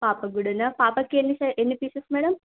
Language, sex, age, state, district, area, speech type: Telugu, female, 18-30, Telangana, Siddipet, urban, conversation